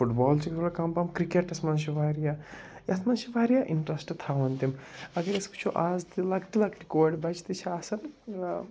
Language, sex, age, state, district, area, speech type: Kashmiri, male, 18-30, Jammu and Kashmir, Srinagar, urban, spontaneous